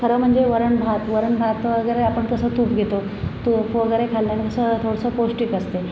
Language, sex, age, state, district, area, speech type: Marathi, female, 45-60, Maharashtra, Buldhana, rural, spontaneous